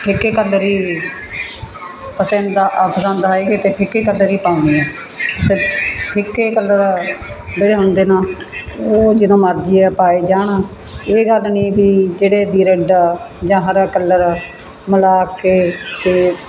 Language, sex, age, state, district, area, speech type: Punjabi, female, 60+, Punjab, Bathinda, rural, spontaneous